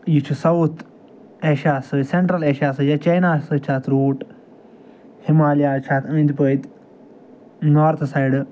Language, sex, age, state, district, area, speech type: Kashmiri, male, 30-45, Jammu and Kashmir, Ganderbal, rural, spontaneous